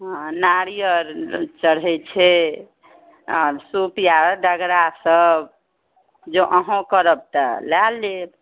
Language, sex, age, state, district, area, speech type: Maithili, female, 30-45, Bihar, Saharsa, rural, conversation